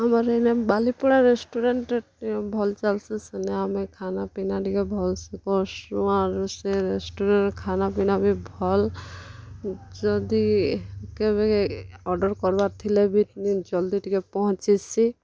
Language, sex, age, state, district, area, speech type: Odia, female, 18-30, Odisha, Kalahandi, rural, spontaneous